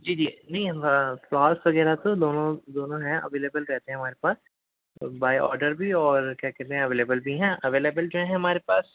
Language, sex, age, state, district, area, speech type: Urdu, male, 18-30, Delhi, Central Delhi, urban, conversation